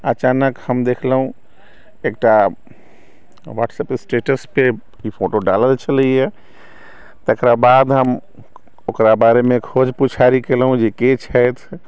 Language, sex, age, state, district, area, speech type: Maithili, male, 60+, Bihar, Sitamarhi, rural, spontaneous